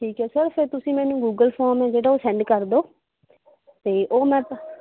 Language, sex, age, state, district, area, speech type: Punjabi, female, 18-30, Punjab, Ludhiana, rural, conversation